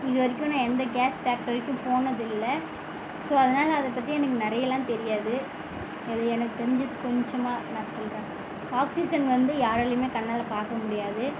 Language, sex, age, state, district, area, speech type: Tamil, female, 18-30, Tamil Nadu, Viluppuram, rural, spontaneous